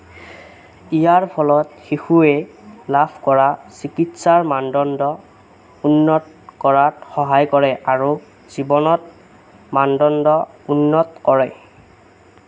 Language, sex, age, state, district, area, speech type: Assamese, male, 18-30, Assam, Nagaon, rural, read